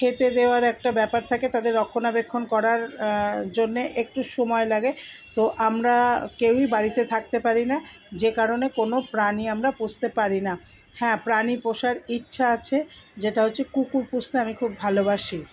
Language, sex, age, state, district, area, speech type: Bengali, female, 60+, West Bengal, Purba Bardhaman, urban, spontaneous